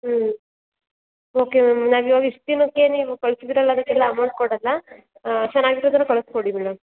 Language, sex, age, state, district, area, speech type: Kannada, female, 18-30, Karnataka, Hassan, rural, conversation